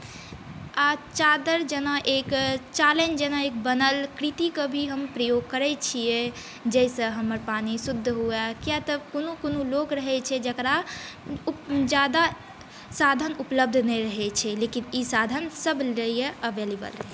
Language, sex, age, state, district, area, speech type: Maithili, female, 18-30, Bihar, Saharsa, rural, spontaneous